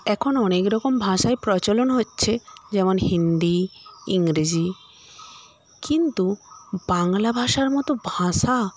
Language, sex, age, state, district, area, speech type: Bengali, female, 45-60, West Bengal, Paschim Medinipur, rural, spontaneous